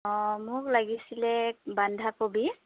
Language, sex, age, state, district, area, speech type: Assamese, female, 30-45, Assam, Dibrugarh, urban, conversation